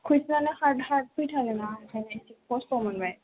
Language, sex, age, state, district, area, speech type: Bodo, female, 18-30, Assam, Chirang, rural, conversation